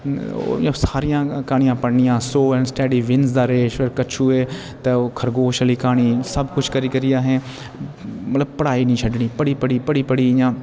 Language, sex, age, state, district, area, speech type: Dogri, male, 30-45, Jammu and Kashmir, Jammu, rural, spontaneous